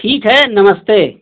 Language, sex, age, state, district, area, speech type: Hindi, male, 30-45, Uttar Pradesh, Mau, urban, conversation